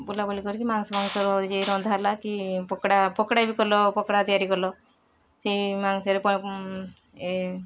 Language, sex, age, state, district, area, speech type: Odia, female, 60+, Odisha, Balasore, rural, spontaneous